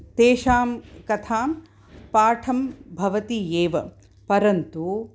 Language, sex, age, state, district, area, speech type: Sanskrit, female, 60+, Karnataka, Mysore, urban, spontaneous